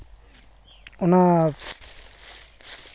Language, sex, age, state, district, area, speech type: Santali, male, 30-45, West Bengal, Jhargram, rural, spontaneous